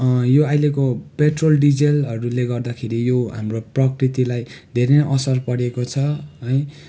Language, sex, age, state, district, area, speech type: Nepali, male, 18-30, West Bengal, Darjeeling, rural, spontaneous